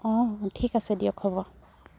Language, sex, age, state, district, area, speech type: Assamese, female, 18-30, Assam, Golaghat, rural, spontaneous